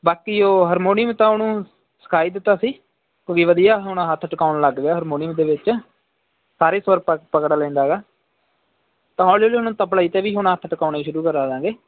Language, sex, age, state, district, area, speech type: Punjabi, male, 18-30, Punjab, Muktsar, rural, conversation